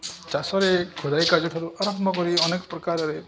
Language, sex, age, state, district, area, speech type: Odia, male, 18-30, Odisha, Balangir, urban, spontaneous